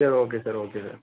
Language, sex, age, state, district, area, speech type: Tamil, male, 18-30, Tamil Nadu, Thanjavur, rural, conversation